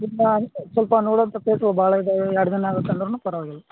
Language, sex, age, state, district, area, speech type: Kannada, male, 30-45, Karnataka, Raichur, rural, conversation